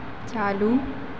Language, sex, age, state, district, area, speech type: Hindi, female, 18-30, Madhya Pradesh, Narsinghpur, rural, read